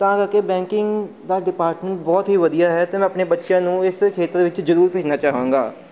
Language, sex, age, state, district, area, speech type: Punjabi, male, 30-45, Punjab, Amritsar, urban, spontaneous